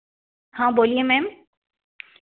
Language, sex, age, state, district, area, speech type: Hindi, female, 30-45, Madhya Pradesh, Betul, urban, conversation